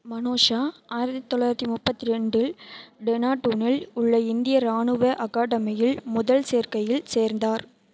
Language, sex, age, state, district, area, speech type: Tamil, female, 18-30, Tamil Nadu, Mayiladuthurai, rural, read